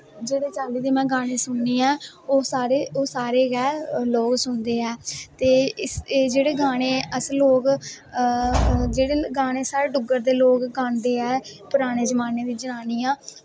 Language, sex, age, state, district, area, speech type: Dogri, female, 18-30, Jammu and Kashmir, Kathua, rural, spontaneous